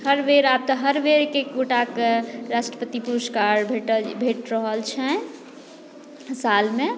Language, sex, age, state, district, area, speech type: Maithili, female, 30-45, Bihar, Madhubani, rural, spontaneous